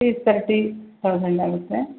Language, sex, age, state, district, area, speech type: Kannada, female, 45-60, Karnataka, Bangalore Rural, rural, conversation